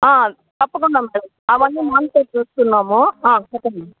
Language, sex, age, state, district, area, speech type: Telugu, female, 45-60, Andhra Pradesh, Chittoor, urban, conversation